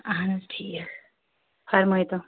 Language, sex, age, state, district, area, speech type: Kashmiri, female, 30-45, Jammu and Kashmir, Shopian, rural, conversation